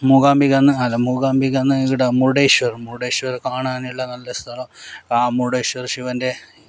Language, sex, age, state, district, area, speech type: Malayalam, male, 45-60, Kerala, Kasaragod, rural, spontaneous